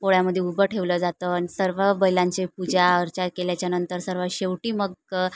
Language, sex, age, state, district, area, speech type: Marathi, female, 30-45, Maharashtra, Nagpur, rural, spontaneous